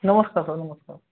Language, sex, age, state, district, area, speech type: Marathi, male, 30-45, Maharashtra, Beed, rural, conversation